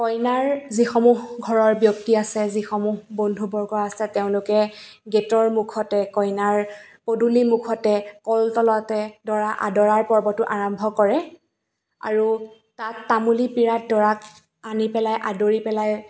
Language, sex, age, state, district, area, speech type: Assamese, female, 30-45, Assam, Dibrugarh, rural, spontaneous